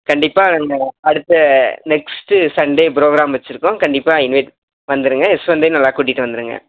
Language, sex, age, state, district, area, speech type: Tamil, male, 18-30, Tamil Nadu, Perambalur, urban, conversation